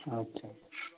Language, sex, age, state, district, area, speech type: Hindi, male, 45-60, Rajasthan, Jodhpur, urban, conversation